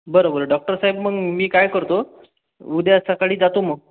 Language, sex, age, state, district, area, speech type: Marathi, male, 30-45, Maharashtra, Akola, urban, conversation